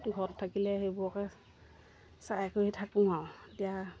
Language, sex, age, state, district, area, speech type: Assamese, female, 30-45, Assam, Golaghat, rural, spontaneous